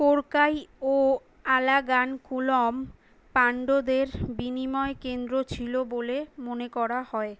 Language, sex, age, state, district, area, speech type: Bengali, female, 18-30, West Bengal, Kolkata, urban, read